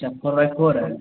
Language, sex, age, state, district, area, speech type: Hindi, male, 18-30, Uttar Pradesh, Azamgarh, rural, conversation